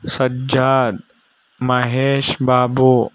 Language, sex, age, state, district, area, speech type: Kannada, male, 45-60, Karnataka, Tumkur, urban, spontaneous